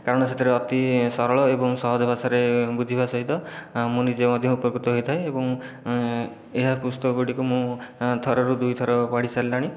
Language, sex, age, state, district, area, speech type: Odia, male, 30-45, Odisha, Khordha, rural, spontaneous